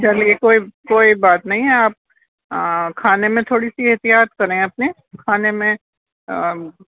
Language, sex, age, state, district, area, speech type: Urdu, female, 45-60, Uttar Pradesh, Rampur, urban, conversation